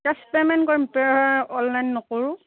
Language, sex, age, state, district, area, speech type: Assamese, female, 45-60, Assam, Dhemaji, rural, conversation